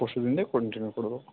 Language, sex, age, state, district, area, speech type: Bengali, male, 18-30, West Bengal, Kolkata, urban, conversation